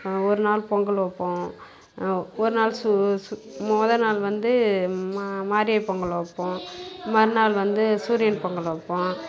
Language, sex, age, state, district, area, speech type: Tamil, female, 45-60, Tamil Nadu, Kallakurichi, rural, spontaneous